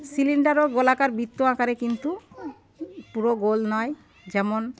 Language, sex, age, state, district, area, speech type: Bengali, female, 45-60, West Bengal, Darjeeling, urban, spontaneous